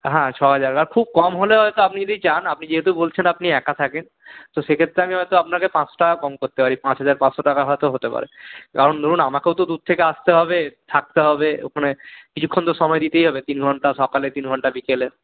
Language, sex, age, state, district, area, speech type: Bengali, male, 18-30, West Bengal, Purulia, urban, conversation